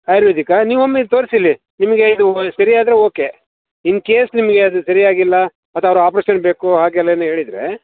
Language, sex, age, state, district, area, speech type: Kannada, male, 60+, Karnataka, Shimoga, rural, conversation